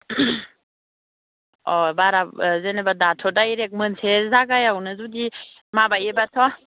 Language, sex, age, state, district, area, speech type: Bodo, female, 18-30, Assam, Udalguri, urban, conversation